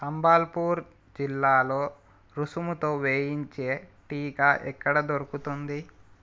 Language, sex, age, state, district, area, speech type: Telugu, male, 18-30, Telangana, Sangareddy, urban, read